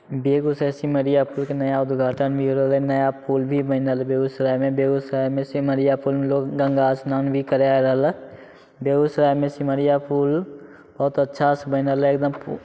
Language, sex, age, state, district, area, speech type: Maithili, male, 18-30, Bihar, Begusarai, urban, spontaneous